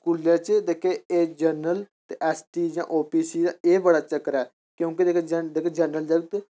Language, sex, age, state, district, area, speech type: Dogri, male, 30-45, Jammu and Kashmir, Udhampur, urban, spontaneous